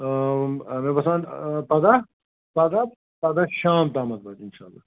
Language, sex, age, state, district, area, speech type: Kashmiri, male, 30-45, Jammu and Kashmir, Srinagar, rural, conversation